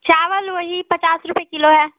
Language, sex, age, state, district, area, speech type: Hindi, female, 18-30, Uttar Pradesh, Ghazipur, rural, conversation